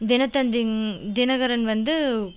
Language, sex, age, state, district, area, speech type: Tamil, female, 30-45, Tamil Nadu, Coimbatore, rural, spontaneous